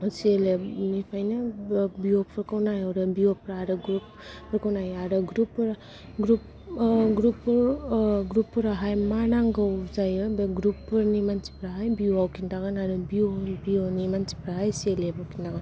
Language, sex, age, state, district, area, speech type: Bodo, female, 45-60, Assam, Kokrajhar, urban, spontaneous